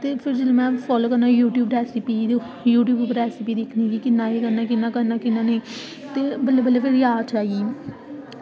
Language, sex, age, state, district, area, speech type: Dogri, female, 18-30, Jammu and Kashmir, Samba, rural, spontaneous